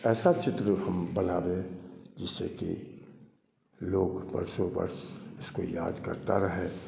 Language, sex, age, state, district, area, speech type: Hindi, male, 45-60, Bihar, Samastipur, rural, spontaneous